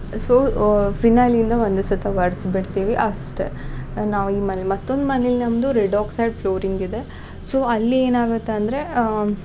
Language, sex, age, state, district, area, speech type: Kannada, female, 18-30, Karnataka, Uttara Kannada, rural, spontaneous